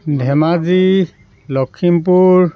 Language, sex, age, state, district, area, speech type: Assamese, male, 45-60, Assam, Dhemaji, rural, spontaneous